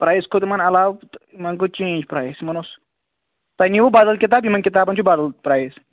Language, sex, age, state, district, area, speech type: Kashmiri, male, 18-30, Jammu and Kashmir, Shopian, rural, conversation